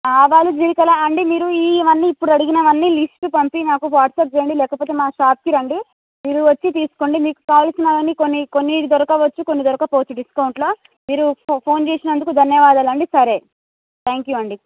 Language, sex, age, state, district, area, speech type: Telugu, female, 18-30, Telangana, Hyderabad, rural, conversation